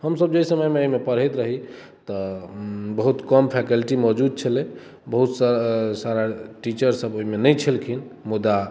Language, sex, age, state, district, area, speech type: Maithili, male, 30-45, Bihar, Madhubani, rural, spontaneous